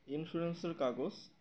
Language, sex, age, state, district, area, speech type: Bengali, male, 18-30, West Bengal, Uttar Dinajpur, urban, spontaneous